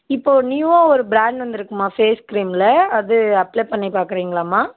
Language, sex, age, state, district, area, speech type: Tamil, female, 18-30, Tamil Nadu, Dharmapuri, rural, conversation